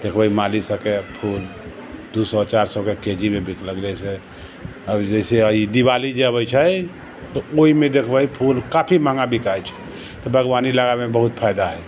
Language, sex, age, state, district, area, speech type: Maithili, male, 45-60, Bihar, Sitamarhi, rural, spontaneous